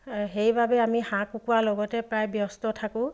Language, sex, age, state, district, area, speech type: Assamese, female, 45-60, Assam, Dibrugarh, rural, spontaneous